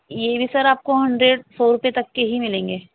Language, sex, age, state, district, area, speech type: Urdu, female, 30-45, Delhi, East Delhi, urban, conversation